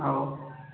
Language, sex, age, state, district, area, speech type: Odia, male, 30-45, Odisha, Boudh, rural, conversation